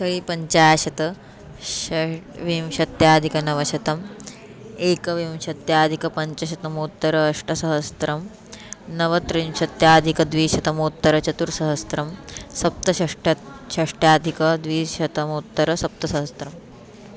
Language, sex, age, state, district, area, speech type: Sanskrit, female, 18-30, Maharashtra, Chandrapur, urban, spontaneous